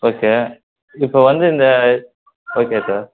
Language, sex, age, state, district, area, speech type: Tamil, male, 18-30, Tamil Nadu, Kallakurichi, rural, conversation